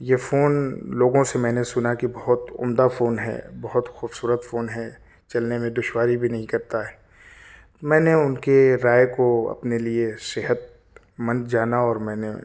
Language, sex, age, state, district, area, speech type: Urdu, male, 30-45, Delhi, South Delhi, urban, spontaneous